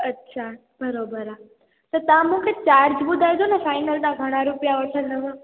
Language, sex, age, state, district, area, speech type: Sindhi, female, 18-30, Gujarat, Junagadh, rural, conversation